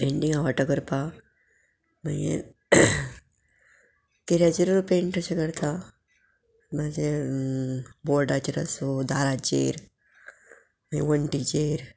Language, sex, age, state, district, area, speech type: Goan Konkani, female, 45-60, Goa, Murmgao, urban, spontaneous